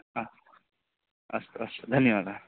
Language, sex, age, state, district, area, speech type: Sanskrit, male, 18-30, Andhra Pradesh, West Godavari, rural, conversation